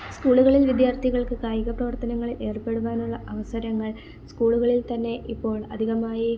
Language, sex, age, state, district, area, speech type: Malayalam, female, 18-30, Kerala, Kollam, rural, spontaneous